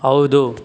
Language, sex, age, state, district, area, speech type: Kannada, male, 18-30, Karnataka, Chikkaballapur, urban, read